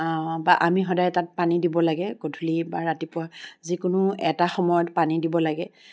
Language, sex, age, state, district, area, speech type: Assamese, female, 45-60, Assam, Charaideo, urban, spontaneous